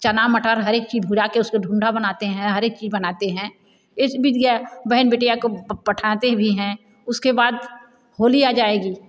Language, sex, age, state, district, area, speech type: Hindi, female, 60+, Uttar Pradesh, Bhadohi, rural, spontaneous